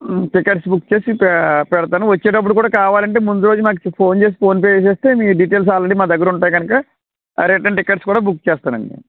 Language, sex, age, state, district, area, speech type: Telugu, male, 45-60, Andhra Pradesh, West Godavari, rural, conversation